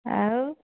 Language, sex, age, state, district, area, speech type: Odia, female, 30-45, Odisha, Dhenkanal, rural, conversation